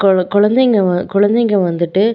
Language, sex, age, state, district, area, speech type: Tamil, female, 18-30, Tamil Nadu, Salem, urban, spontaneous